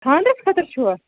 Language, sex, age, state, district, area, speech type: Kashmiri, female, 18-30, Jammu and Kashmir, Kupwara, rural, conversation